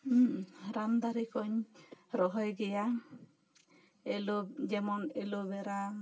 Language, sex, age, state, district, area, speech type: Santali, female, 30-45, West Bengal, Bankura, rural, spontaneous